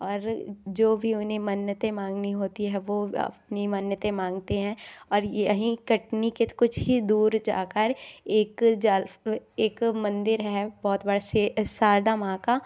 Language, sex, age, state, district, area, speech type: Hindi, female, 18-30, Madhya Pradesh, Katni, rural, spontaneous